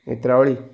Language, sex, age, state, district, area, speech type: Goan Konkani, male, 30-45, Goa, Salcete, urban, spontaneous